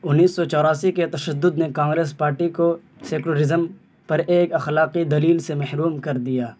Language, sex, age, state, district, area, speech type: Urdu, male, 18-30, Bihar, Purnia, rural, read